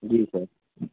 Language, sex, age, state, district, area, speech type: Hindi, male, 18-30, Uttar Pradesh, Sonbhadra, rural, conversation